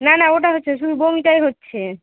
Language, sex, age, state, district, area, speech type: Bengali, female, 18-30, West Bengal, Murshidabad, rural, conversation